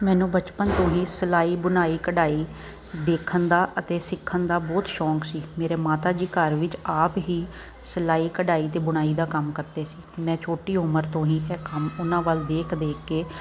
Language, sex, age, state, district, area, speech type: Punjabi, female, 30-45, Punjab, Kapurthala, urban, spontaneous